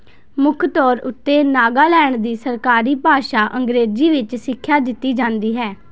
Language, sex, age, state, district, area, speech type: Punjabi, female, 18-30, Punjab, Patiala, urban, read